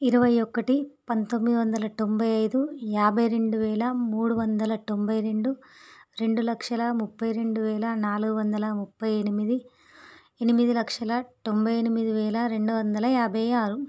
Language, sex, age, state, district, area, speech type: Telugu, female, 45-60, Andhra Pradesh, Visakhapatnam, urban, spontaneous